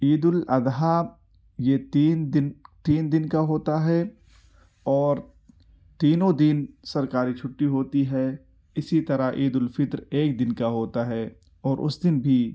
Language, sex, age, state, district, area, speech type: Urdu, male, 18-30, Uttar Pradesh, Ghaziabad, urban, spontaneous